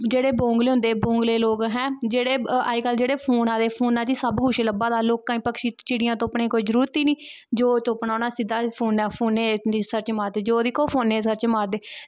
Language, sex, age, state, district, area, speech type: Dogri, female, 18-30, Jammu and Kashmir, Kathua, rural, spontaneous